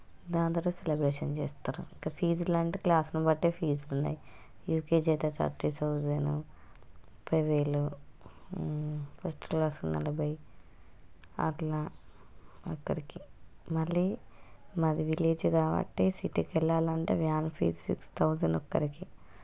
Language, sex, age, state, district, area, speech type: Telugu, female, 30-45, Telangana, Hanamkonda, rural, spontaneous